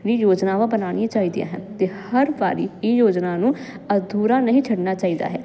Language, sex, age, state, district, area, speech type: Punjabi, female, 18-30, Punjab, Jalandhar, urban, spontaneous